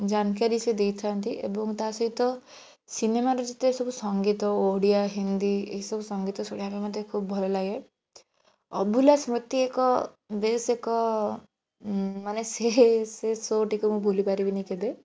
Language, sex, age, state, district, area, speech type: Odia, female, 18-30, Odisha, Bhadrak, rural, spontaneous